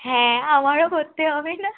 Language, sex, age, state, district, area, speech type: Bengali, female, 18-30, West Bengal, Cooch Behar, urban, conversation